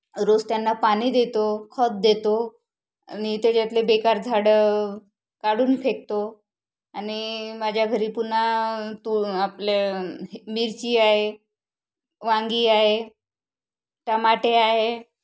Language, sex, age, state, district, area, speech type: Marathi, female, 30-45, Maharashtra, Wardha, rural, spontaneous